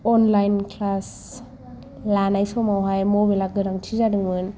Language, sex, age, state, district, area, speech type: Bodo, female, 18-30, Assam, Chirang, rural, spontaneous